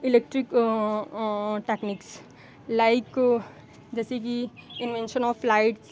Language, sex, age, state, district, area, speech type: Hindi, female, 18-30, Uttar Pradesh, Chandauli, rural, spontaneous